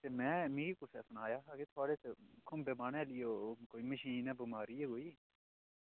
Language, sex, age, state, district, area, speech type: Dogri, male, 18-30, Jammu and Kashmir, Udhampur, urban, conversation